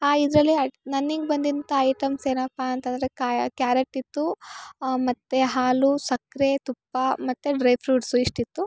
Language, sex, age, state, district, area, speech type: Kannada, female, 18-30, Karnataka, Chikkamagaluru, urban, spontaneous